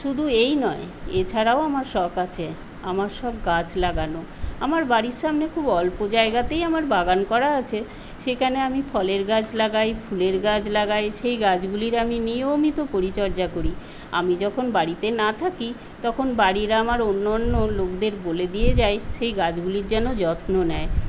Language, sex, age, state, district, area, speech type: Bengali, female, 60+, West Bengal, Paschim Medinipur, rural, spontaneous